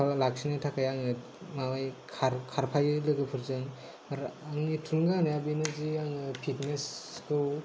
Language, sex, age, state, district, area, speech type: Bodo, male, 30-45, Assam, Kokrajhar, rural, spontaneous